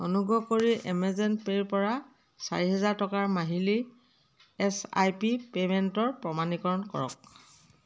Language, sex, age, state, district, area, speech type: Assamese, female, 60+, Assam, Dhemaji, rural, read